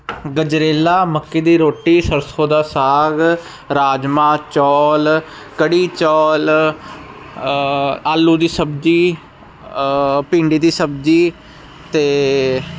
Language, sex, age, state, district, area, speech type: Punjabi, male, 45-60, Punjab, Ludhiana, urban, spontaneous